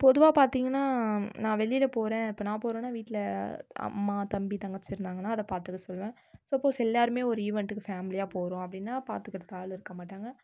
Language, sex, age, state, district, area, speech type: Tamil, female, 30-45, Tamil Nadu, Viluppuram, rural, spontaneous